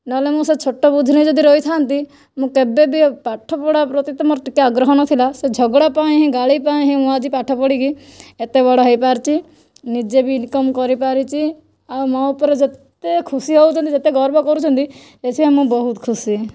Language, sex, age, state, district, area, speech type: Odia, female, 18-30, Odisha, Kandhamal, rural, spontaneous